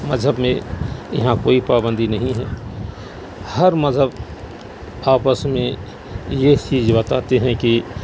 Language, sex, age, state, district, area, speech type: Urdu, male, 45-60, Bihar, Saharsa, rural, spontaneous